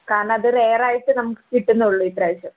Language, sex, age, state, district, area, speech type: Malayalam, female, 18-30, Kerala, Wayanad, rural, conversation